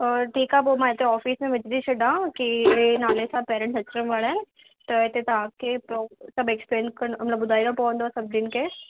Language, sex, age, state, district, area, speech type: Sindhi, female, 18-30, Maharashtra, Thane, urban, conversation